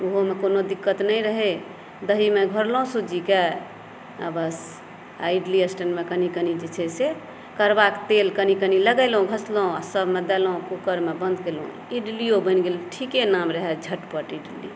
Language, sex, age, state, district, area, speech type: Maithili, female, 30-45, Bihar, Madhepura, urban, spontaneous